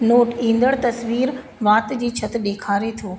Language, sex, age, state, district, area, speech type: Sindhi, female, 30-45, Madhya Pradesh, Katni, urban, read